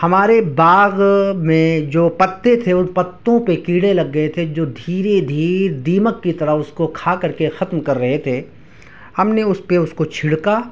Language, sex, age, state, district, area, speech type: Urdu, male, 18-30, Delhi, East Delhi, urban, spontaneous